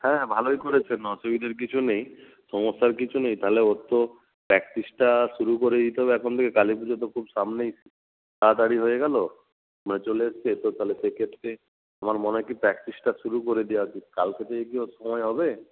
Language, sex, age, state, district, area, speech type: Bengali, male, 60+, West Bengal, Nadia, rural, conversation